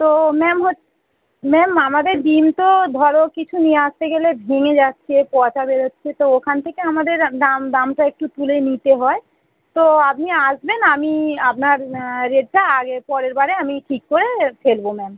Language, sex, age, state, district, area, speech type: Bengali, female, 30-45, West Bengal, North 24 Parganas, urban, conversation